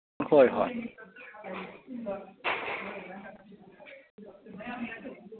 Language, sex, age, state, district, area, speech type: Manipuri, male, 60+, Manipur, Imphal East, rural, conversation